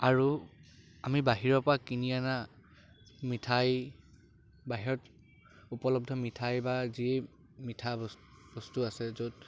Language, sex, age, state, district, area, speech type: Assamese, male, 18-30, Assam, Biswanath, rural, spontaneous